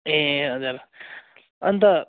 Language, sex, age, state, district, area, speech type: Nepali, male, 18-30, West Bengal, Darjeeling, rural, conversation